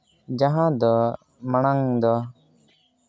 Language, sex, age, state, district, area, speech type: Santali, male, 18-30, Jharkhand, East Singhbhum, rural, spontaneous